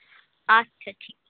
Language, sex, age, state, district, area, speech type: Bengali, female, 18-30, West Bengal, Cooch Behar, urban, conversation